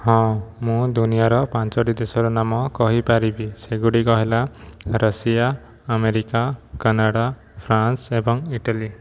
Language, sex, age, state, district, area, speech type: Odia, male, 30-45, Odisha, Jajpur, rural, spontaneous